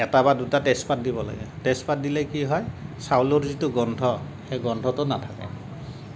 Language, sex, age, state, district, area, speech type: Assamese, male, 45-60, Assam, Kamrup Metropolitan, rural, spontaneous